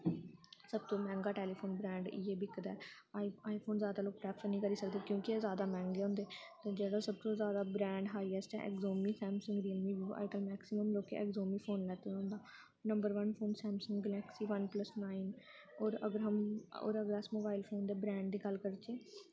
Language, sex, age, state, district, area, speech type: Dogri, female, 18-30, Jammu and Kashmir, Samba, rural, spontaneous